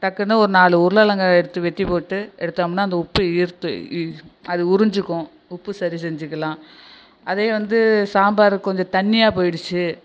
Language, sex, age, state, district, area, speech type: Tamil, female, 60+, Tamil Nadu, Nagapattinam, rural, spontaneous